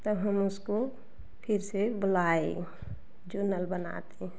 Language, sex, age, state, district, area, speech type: Hindi, female, 30-45, Uttar Pradesh, Jaunpur, rural, spontaneous